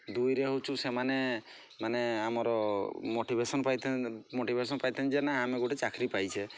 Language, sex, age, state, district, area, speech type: Odia, male, 30-45, Odisha, Mayurbhanj, rural, spontaneous